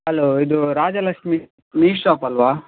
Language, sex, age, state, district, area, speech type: Kannada, male, 18-30, Karnataka, Chitradurga, rural, conversation